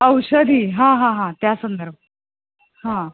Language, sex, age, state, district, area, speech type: Marathi, female, 30-45, Maharashtra, Kolhapur, urban, conversation